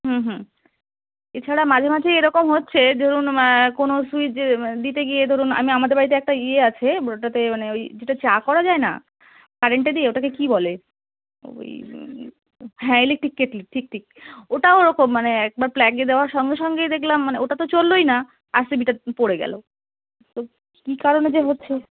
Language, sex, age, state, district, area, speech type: Bengali, female, 30-45, West Bengal, Darjeeling, urban, conversation